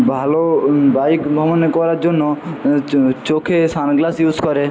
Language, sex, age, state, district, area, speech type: Bengali, male, 45-60, West Bengal, Paschim Medinipur, rural, spontaneous